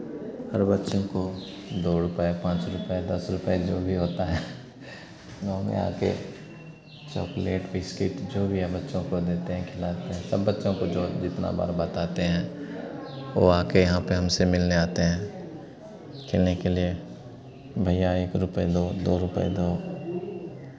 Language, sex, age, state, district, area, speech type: Hindi, male, 30-45, Bihar, Madhepura, rural, spontaneous